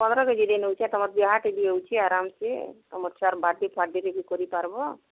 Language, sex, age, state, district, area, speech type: Odia, female, 30-45, Odisha, Bargarh, urban, conversation